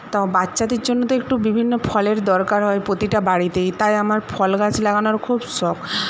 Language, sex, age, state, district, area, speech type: Bengali, female, 60+, West Bengal, Paschim Medinipur, rural, spontaneous